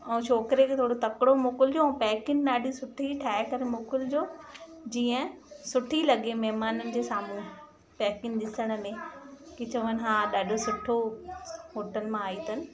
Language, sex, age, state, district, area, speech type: Sindhi, female, 30-45, Madhya Pradesh, Katni, urban, spontaneous